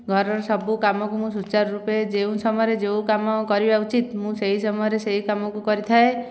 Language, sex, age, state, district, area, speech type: Odia, female, 30-45, Odisha, Dhenkanal, rural, spontaneous